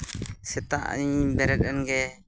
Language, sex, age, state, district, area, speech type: Santali, male, 30-45, West Bengal, Purulia, rural, spontaneous